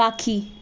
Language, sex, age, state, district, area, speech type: Bengali, female, 18-30, West Bengal, Malda, rural, read